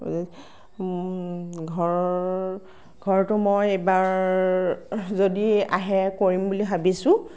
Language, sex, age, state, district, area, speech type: Assamese, female, 18-30, Assam, Darrang, rural, spontaneous